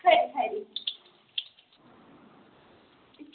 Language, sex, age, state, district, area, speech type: Dogri, female, 60+, Jammu and Kashmir, Udhampur, rural, conversation